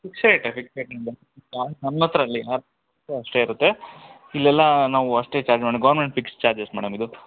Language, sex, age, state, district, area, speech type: Kannada, male, 60+, Karnataka, Bangalore Urban, urban, conversation